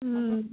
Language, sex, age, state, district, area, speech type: Tamil, female, 30-45, Tamil Nadu, Kanchipuram, urban, conversation